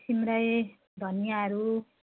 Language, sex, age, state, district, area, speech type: Nepali, female, 45-60, West Bengal, Jalpaiguri, rural, conversation